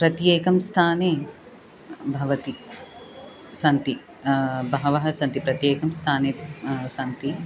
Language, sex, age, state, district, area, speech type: Sanskrit, female, 30-45, Tamil Nadu, Chennai, urban, spontaneous